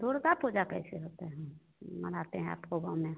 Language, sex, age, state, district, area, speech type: Hindi, female, 60+, Bihar, Begusarai, urban, conversation